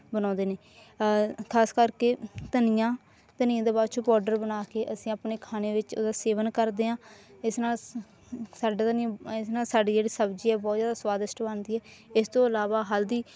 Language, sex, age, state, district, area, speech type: Punjabi, female, 18-30, Punjab, Bathinda, rural, spontaneous